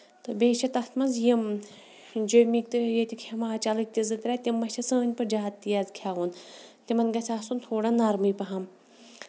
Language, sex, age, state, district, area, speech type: Kashmiri, female, 30-45, Jammu and Kashmir, Shopian, urban, spontaneous